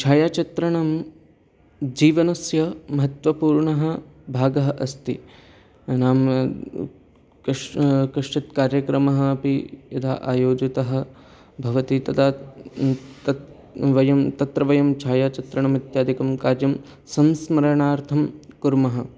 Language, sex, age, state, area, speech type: Sanskrit, male, 18-30, Haryana, urban, spontaneous